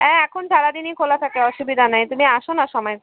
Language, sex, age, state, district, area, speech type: Bengali, female, 30-45, West Bengal, Alipurduar, rural, conversation